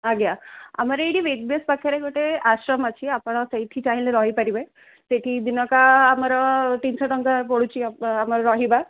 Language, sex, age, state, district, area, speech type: Odia, female, 30-45, Odisha, Sundergarh, urban, conversation